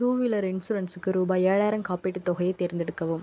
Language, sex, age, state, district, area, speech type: Tamil, female, 18-30, Tamil Nadu, Cuddalore, urban, read